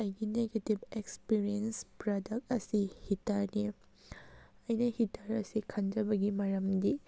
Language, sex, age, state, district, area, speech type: Manipuri, female, 18-30, Manipur, Kakching, rural, spontaneous